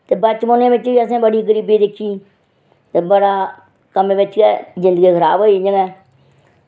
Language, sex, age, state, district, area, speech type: Dogri, female, 60+, Jammu and Kashmir, Reasi, rural, spontaneous